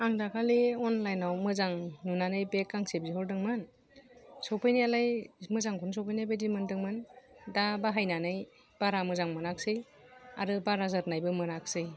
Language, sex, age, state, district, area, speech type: Bodo, female, 45-60, Assam, Kokrajhar, urban, spontaneous